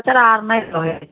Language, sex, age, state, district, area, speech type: Maithili, female, 60+, Bihar, Samastipur, urban, conversation